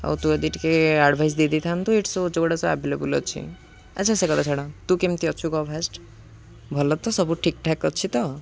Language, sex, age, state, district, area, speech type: Odia, male, 18-30, Odisha, Jagatsinghpur, rural, spontaneous